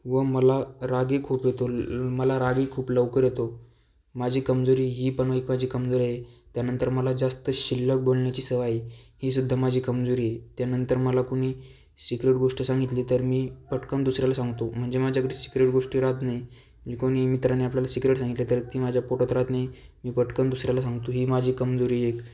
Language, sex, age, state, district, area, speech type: Marathi, male, 18-30, Maharashtra, Aurangabad, rural, spontaneous